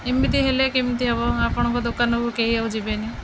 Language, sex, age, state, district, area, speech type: Odia, female, 30-45, Odisha, Jagatsinghpur, rural, spontaneous